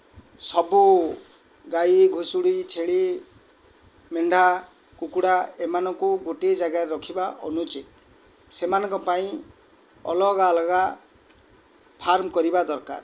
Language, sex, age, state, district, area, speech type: Odia, male, 45-60, Odisha, Kendrapara, urban, spontaneous